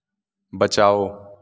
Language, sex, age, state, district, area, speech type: Hindi, male, 18-30, Uttar Pradesh, Varanasi, rural, read